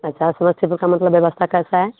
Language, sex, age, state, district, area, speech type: Hindi, female, 30-45, Bihar, Samastipur, urban, conversation